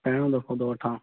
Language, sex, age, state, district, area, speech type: Sindhi, male, 30-45, Maharashtra, Thane, urban, conversation